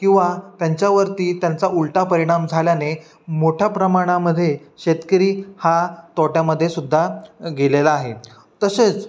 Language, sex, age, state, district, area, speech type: Marathi, male, 18-30, Maharashtra, Ratnagiri, rural, spontaneous